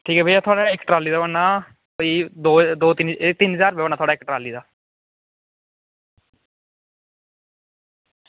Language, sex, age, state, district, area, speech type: Dogri, male, 18-30, Jammu and Kashmir, Kathua, rural, conversation